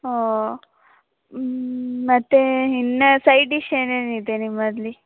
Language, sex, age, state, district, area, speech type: Kannada, female, 18-30, Karnataka, Mandya, rural, conversation